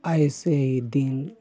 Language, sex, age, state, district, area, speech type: Hindi, male, 45-60, Uttar Pradesh, Prayagraj, urban, spontaneous